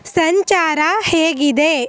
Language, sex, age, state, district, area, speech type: Kannada, female, 18-30, Karnataka, Chamarajanagar, rural, read